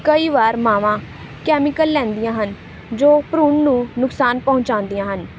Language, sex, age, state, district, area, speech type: Punjabi, female, 18-30, Punjab, Ludhiana, rural, read